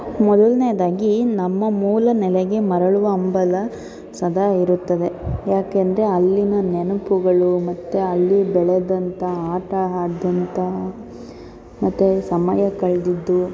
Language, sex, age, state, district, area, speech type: Kannada, female, 18-30, Karnataka, Tumkur, urban, spontaneous